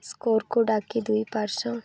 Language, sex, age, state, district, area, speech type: Odia, female, 18-30, Odisha, Malkangiri, urban, read